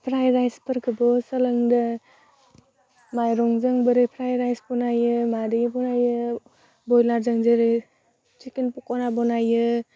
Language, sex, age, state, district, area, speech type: Bodo, female, 18-30, Assam, Udalguri, urban, spontaneous